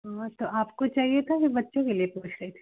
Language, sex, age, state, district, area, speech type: Hindi, female, 18-30, Uttar Pradesh, Chandauli, rural, conversation